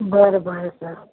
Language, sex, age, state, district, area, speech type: Marathi, female, 18-30, Maharashtra, Jalna, urban, conversation